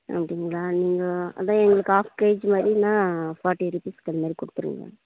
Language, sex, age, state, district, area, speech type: Tamil, female, 30-45, Tamil Nadu, Ranipet, urban, conversation